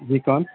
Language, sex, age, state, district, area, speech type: Urdu, male, 18-30, Bihar, Purnia, rural, conversation